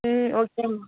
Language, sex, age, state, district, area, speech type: Tamil, female, 18-30, Tamil Nadu, Mayiladuthurai, urban, conversation